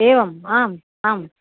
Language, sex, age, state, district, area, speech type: Sanskrit, female, 45-60, Tamil Nadu, Chennai, urban, conversation